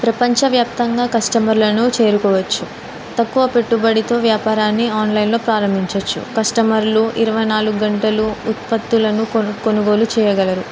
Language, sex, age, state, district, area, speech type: Telugu, female, 18-30, Telangana, Jayashankar, urban, spontaneous